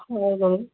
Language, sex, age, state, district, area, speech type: Kannada, female, 30-45, Karnataka, Bidar, urban, conversation